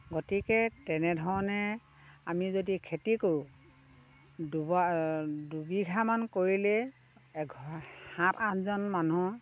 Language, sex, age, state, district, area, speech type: Assamese, female, 60+, Assam, Dhemaji, rural, spontaneous